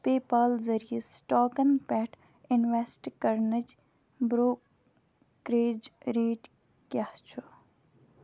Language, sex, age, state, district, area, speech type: Kashmiri, female, 18-30, Jammu and Kashmir, Kupwara, rural, read